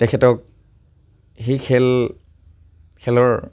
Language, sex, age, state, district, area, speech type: Assamese, male, 30-45, Assam, Charaideo, rural, spontaneous